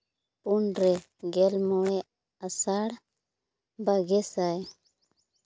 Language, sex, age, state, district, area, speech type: Santali, female, 30-45, Jharkhand, Seraikela Kharsawan, rural, spontaneous